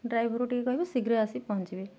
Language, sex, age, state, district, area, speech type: Odia, female, 30-45, Odisha, Jagatsinghpur, urban, spontaneous